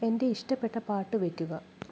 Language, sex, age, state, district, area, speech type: Malayalam, female, 30-45, Kerala, Kollam, rural, read